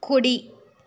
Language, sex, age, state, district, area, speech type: Telugu, female, 18-30, Telangana, Yadadri Bhuvanagiri, urban, read